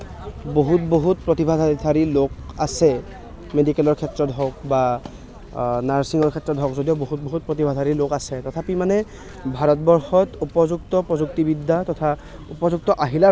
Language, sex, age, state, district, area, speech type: Assamese, male, 18-30, Assam, Nalbari, rural, spontaneous